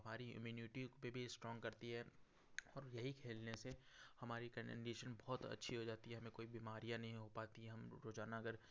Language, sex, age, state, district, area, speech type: Hindi, male, 30-45, Madhya Pradesh, Betul, rural, spontaneous